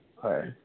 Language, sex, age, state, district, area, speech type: Assamese, male, 18-30, Assam, Kamrup Metropolitan, urban, conversation